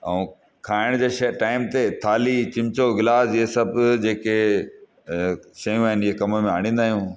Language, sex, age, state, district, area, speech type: Sindhi, male, 45-60, Rajasthan, Ajmer, urban, spontaneous